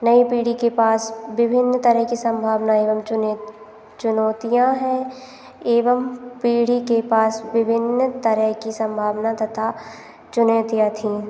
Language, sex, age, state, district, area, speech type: Hindi, female, 18-30, Madhya Pradesh, Hoshangabad, rural, spontaneous